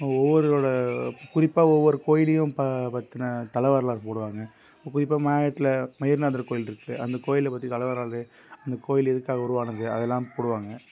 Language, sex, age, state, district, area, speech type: Tamil, male, 18-30, Tamil Nadu, Tiruppur, rural, spontaneous